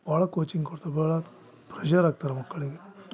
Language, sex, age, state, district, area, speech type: Kannada, male, 45-60, Karnataka, Bellary, rural, spontaneous